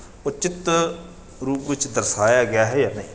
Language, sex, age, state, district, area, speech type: Punjabi, male, 45-60, Punjab, Bathinda, urban, spontaneous